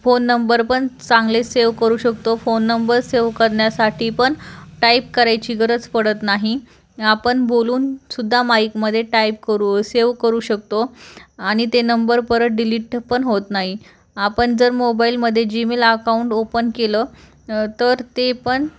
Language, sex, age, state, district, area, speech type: Marathi, female, 18-30, Maharashtra, Jalna, urban, spontaneous